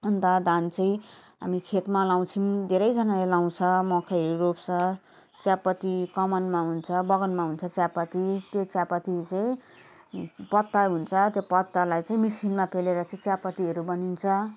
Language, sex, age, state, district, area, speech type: Nepali, female, 30-45, West Bengal, Jalpaiguri, urban, spontaneous